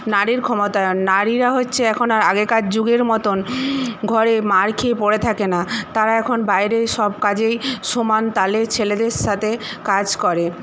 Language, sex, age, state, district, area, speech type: Bengali, female, 60+, West Bengal, Paschim Medinipur, rural, spontaneous